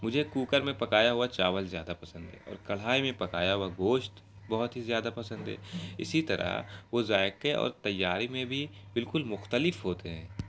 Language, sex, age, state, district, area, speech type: Urdu, male, 18-30, Bihar, Araria, rural, spontaneous